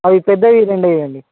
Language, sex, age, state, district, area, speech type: Telugu, male, 30-45, Telangana, Hyderabad, urban, conversation